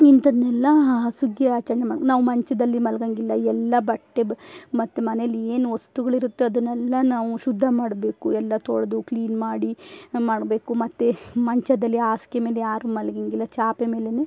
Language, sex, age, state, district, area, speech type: Kannada, female, 45-60, Karnataka, Chikkamagaluru, rural, spontaneous